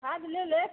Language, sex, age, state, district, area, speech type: Hindi, female, 60+, Bihar, Vaishali, urban, conversation